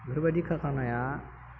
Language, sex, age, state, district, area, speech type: Bodo, male, 18-30, Assam, Chirang, urban, spontaneous